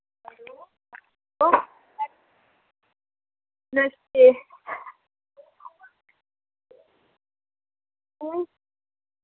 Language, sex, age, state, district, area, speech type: Dogri, female, 18-30, Jammu and Kashmir, Udhampur, urban, conversation